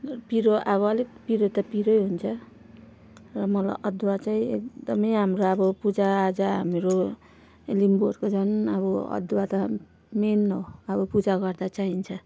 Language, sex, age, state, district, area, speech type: Nepali, female, 30-45, West Bengal, Darjeeling, rural, spontaneous